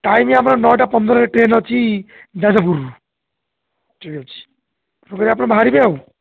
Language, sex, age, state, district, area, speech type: Odia, male, 60+, Odisha, Jharsuguda, rural, conversation